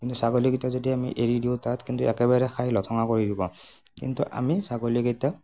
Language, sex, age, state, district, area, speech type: Assamese, male, 18-30, Assam, Morigaon, rural, spontaneous